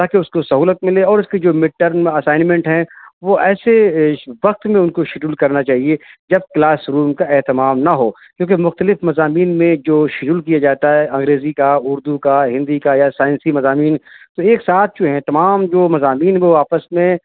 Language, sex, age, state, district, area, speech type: Urdu, male, 45-60, Uttar Pradesh, Rampur, urban, conversation